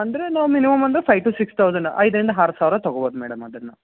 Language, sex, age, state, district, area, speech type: Kannada, male, 18-30, Karnataka, Gulbarga, urban, conversation